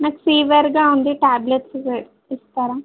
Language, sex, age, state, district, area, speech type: Telugu, female, 18-30, Telangana, Siddipet, urban, conversation